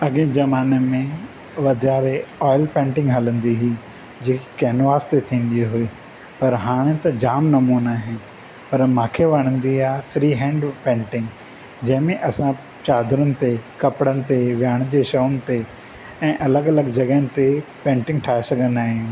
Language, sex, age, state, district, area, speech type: Sindhi, male, 45-60, Maharashtra, Thane, urban, spontaneous